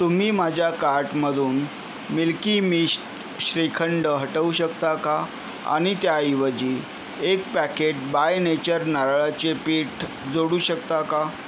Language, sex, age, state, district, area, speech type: Marathi, male, 30-45, Maharashtra, Yavatmal, urban, read